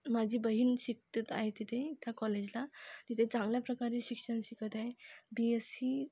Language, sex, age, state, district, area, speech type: Marathi, female, 18-30, Maharashtra, Akola, rural, spontaneous